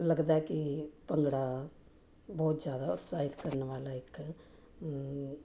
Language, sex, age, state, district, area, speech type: Punjabi, female, 45-60, Punjab, Jalandhar, urban, spontaneous